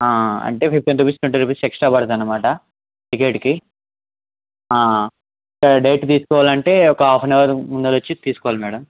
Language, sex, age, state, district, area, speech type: Telugu, male, 18-30, Telangana, Medchal, urban, conversation